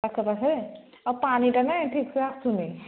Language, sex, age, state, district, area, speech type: Odia, female, 45-60, Odisha, Angul, rural, conversation